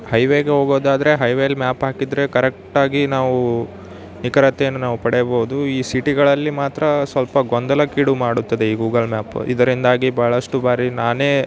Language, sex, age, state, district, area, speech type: Kannada, male, 18-30, Karnataka, Yadgir, rural, spontaneous